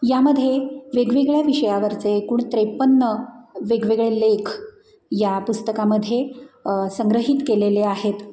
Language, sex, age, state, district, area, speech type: Marathi, female, 45-60, Maharashtra, Satara, urban, spontaneous